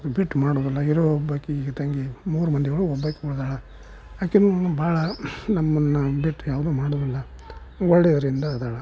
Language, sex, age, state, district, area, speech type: Kannada, male, 60+, Karnataka, Gadag, rural, spontaneous